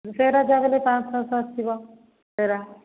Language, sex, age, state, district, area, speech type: Odia, female, 30-45, Odisha, Khordha, rural, conversation